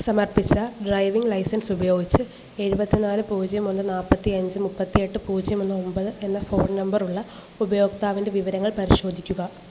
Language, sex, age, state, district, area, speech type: Malayalam, female, 18-30, Kerala, Alappuzha, rural, read